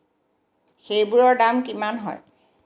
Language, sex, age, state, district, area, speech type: Assamese, female, 45-60, Assam, Jorhat, urban, read